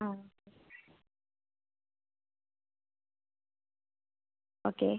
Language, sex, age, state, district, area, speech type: Malayalam, female, 18-30, Kerala, Thiruvananthapuram, rural, conversation